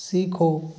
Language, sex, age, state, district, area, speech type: Hindi, male, 18-30, Rajasthan, Bharatpur, rural, read